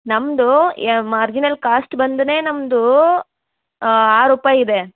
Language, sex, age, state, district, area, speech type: Kannada, female, 18-30, Karnataka, Dharwad, urban, conversation